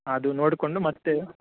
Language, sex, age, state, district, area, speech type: Kannada, male, 30-45, Karnataka, Udupi, urban, conversation